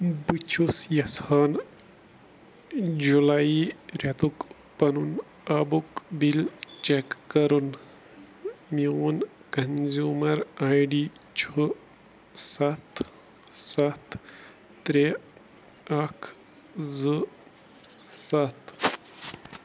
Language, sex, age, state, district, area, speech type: Kashmiri, male, 30-45, Jammu and Kashmir, Bandipora, rural, read